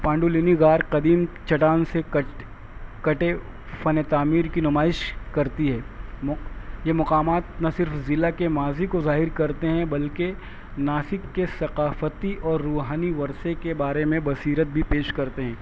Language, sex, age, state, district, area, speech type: Urdu, male, 45-60, Maharashtra, Nashik, urban, spontaneous